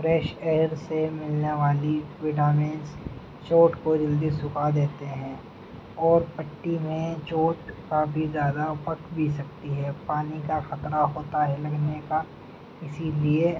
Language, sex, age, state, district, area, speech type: Urdu, male, 18-30, Uttar Pradesh, Muzaffarnagar, rural, spontaneous